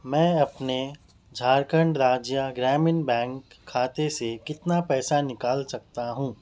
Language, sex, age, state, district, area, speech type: Urdu, male, 30-45, Telangana, Hyderabad, urban, read